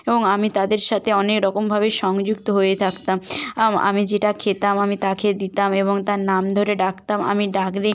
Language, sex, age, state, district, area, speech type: Bengali, female, 18-30, West Bengal, North 24 Parganas, rural, spontaneous